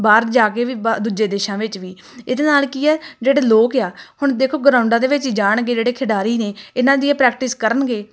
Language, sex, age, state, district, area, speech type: Punjabi, female, 18-30, Punjab, Tarn Taran, rural, spontaneous